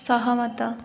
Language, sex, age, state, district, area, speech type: Odia, female, 30-45, Odisha, Jajpur, rural, read